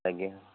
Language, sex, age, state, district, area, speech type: Odia, male, 30-45, Odisha, Subarnapur, urban, conversation